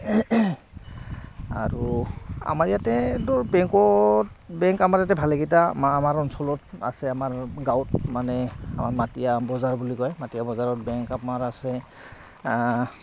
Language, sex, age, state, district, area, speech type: Assamese, male, 30-45, Assam, Goalpara, urban, spontaneous